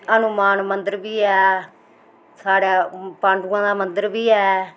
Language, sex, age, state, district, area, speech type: Dogri, female, 45-60, Jammu and Kashmir, Udhampur, rural, spontaneous